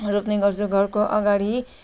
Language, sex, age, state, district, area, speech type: Nepali, female, 30-45, West Bengal, Kalimpong, rural, spontaneous